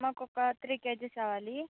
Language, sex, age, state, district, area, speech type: Telugu, female, 45-60, Andhra Pradesh, Visakhapatnam, urban, conversation